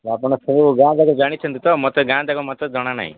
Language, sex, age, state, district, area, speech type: Odia, male, 18-30, Odisha, Malkangiri, urban, conversation